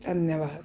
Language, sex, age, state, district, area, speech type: Punjabi, female, 60+, Punjab, Jalandhar, urban, spontaneous